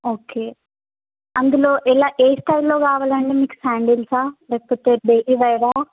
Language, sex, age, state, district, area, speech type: Telugu, female, 18-30, Telangana, Sangareddy, rural, conversation